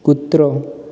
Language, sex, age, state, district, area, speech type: Goan Konkani, male, 18-30, Goa, Canacona, rural, read